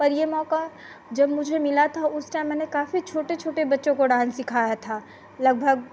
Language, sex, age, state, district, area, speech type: Hindi, female, 30-45, Bihar, Begusarai, rural, spontaneous